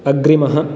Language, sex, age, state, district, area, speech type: Sanskrit, male, 30-45, Karnataka, Uttara Kannada, rural, read